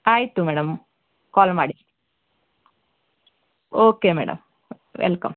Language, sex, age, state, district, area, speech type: Kannada, female, 30-45, Karnataka, Shimoga, rural, conversation